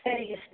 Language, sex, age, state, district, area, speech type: Tamil, female, 30-45, Tamil Nadu, Tirupattur, rural, conversation